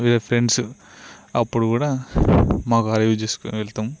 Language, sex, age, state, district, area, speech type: Telugu, male, 18-30, Telangana, Peddapalli, rural, spontaneous